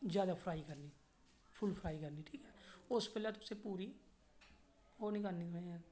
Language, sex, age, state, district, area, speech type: Dogri, male, 30-45, Jammu and Kashmir, Reasi, rural, spontaneous